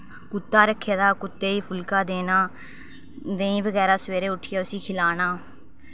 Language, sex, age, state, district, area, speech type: Dogri, female, 30-45, Jammu and Kashmir, Reasi, rural, spontaneous